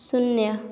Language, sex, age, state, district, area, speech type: Hindi, female, 18-30, Bihar, Vaishali, rural, read